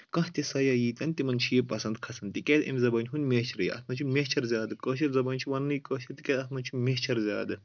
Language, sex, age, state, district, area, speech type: Kashmiri, male, 18-30, Jammu and Kashmir, Kulgam, urban, spontaneous